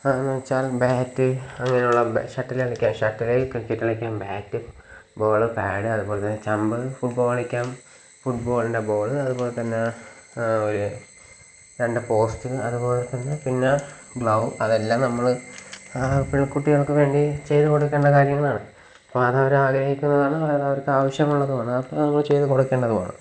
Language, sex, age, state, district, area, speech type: Malayalam, male, 18-30, Kerala, Kollam, rural, spontaneous